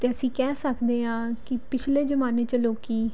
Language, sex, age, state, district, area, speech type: Punjabi, female, 18-30, Punjab, Pathankot, urban, spontaneous